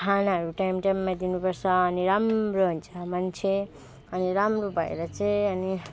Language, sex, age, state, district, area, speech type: Nepali, female, 18-30, West Bengal, Alipurduar, urban, spontaneous